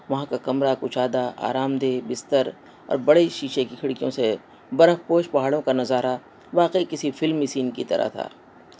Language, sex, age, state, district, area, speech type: Urdu, female, 60+, Delhi, North East Delhi, urban, spontaneous